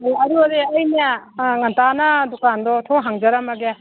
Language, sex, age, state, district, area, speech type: Manipuri, female, 60+, Manipur, Imphal East, rural, conversation